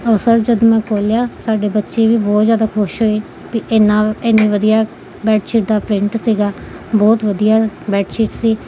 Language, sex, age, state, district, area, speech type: Punjabi, female, 30-45, Punjab, Gurdaspur, urban, spontaneous